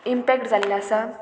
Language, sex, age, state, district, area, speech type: Goan Konkani, female, 18-30, Goa, Murmgao, urban, spontaneous